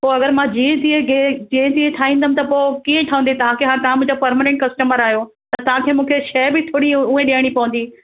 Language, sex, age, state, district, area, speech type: Sindhi, female, 45-60, Maharashtra, Mumbai Suburban, urban, conversation